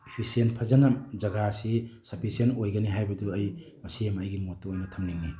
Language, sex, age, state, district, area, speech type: Manipuri, male, 30-45, Manipur, Tengnoupal, urban, spontaneous